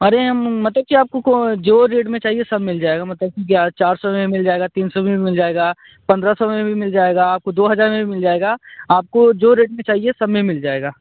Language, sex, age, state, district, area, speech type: Hindi, male, 18-30, Uttar Pradesh, Mirzapur, rural, conversation